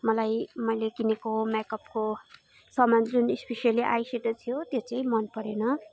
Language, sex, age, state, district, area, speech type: Nepali, female, 18-30, West Bengal, Darjeeling, rural, spontaneous